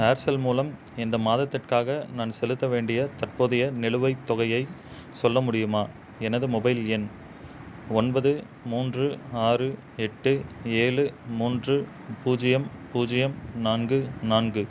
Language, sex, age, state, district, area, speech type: Tamil, male, 18-30, Tamil Nadu, Namakkal, rural, read